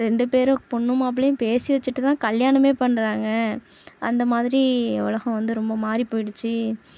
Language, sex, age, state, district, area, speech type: Tamil, female, 30-45, Tamil Nadu, Tiruvarur, rural, spontaneous